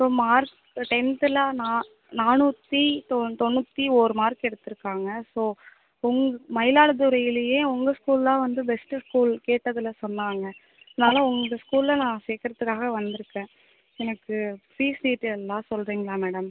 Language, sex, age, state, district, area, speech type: Tamil, female, 18-30, Tamil Nadu, Mayiladuthurai, rural, conversation